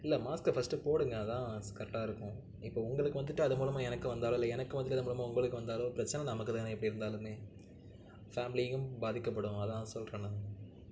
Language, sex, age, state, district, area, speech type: Tamil, male, 18-30, Tamil Nadu, Nagapattinam, rural, spontaneous